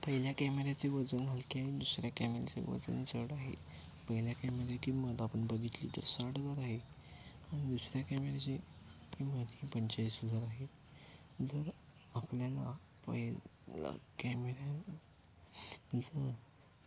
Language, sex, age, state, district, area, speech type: Marathi, male, 18-30, Maharashtra, Kolhapur, urban, spontaneous